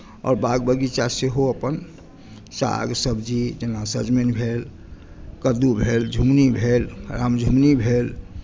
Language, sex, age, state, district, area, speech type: Maithili, male, 45-60, Bihar, Madhubani, rural, spontaneous